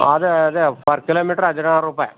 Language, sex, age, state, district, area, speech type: Kannada, male, 45-60, Karnataka, Bellary, rural, conversation